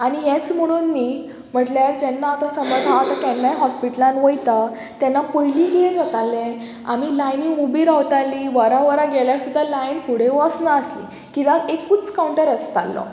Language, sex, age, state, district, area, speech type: Goan Konkani, female, 18-30, Goa, Murmgao, urban, spontaneous